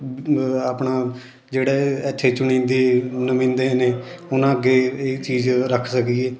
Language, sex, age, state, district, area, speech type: Punjabi, male, 18-30, Punjab, Fatehgarh Sahib, urban, spontaneous